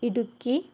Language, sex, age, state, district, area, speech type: Malayalam, female, 30-45, Kerala, Palakkad, rural, spontaneous